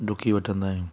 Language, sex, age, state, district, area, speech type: Sindhi, male, 30-45, Gujarat, Surat, urban, spontaneous